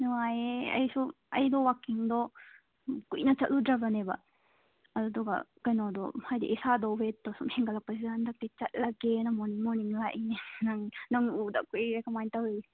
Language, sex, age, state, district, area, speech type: Manipuri, female, 18-30, Manipur, Imphal West, rural, conversation